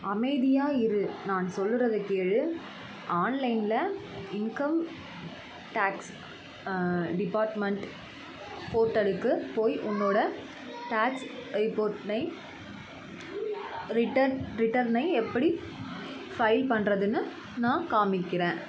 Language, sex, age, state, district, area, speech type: Tamil, female, 18-30, Tamil Nadu, Chennai, urban, read